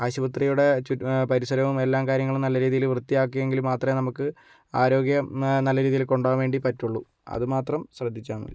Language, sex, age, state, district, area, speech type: Malayalam, male, 60+, Kerala, Kozhikode, urban, spontaneous